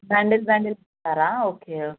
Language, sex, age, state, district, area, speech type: Telugu, female, 30-45, Telangana, Vikarabad, urban, conversation